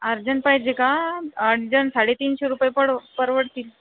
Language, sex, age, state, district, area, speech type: Marathi, female, 30-45, Maharashtra, Buldhana, rural, conversation